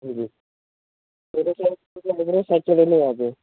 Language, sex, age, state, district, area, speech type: Punjabi, male, 18-30, Punjab, Ludhiana, urban, conversation